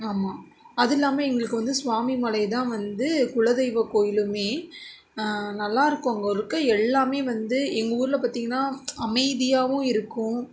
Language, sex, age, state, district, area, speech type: Tamil, female, 30-45, Tamil Nadu, Tiruvarur, rural, spontaneous